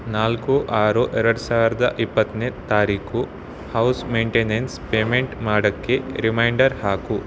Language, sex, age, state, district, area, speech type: Kannada, male, 18-30, Karnataka, Shimoga, rural, read